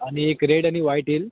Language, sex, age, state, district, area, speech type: Marathi, male, 18-30, Maharashtra, Thane, urban, conversation